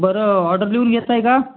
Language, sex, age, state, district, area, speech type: Marathi, male, 18-30, Maharashtra, Raigad, urban, conversation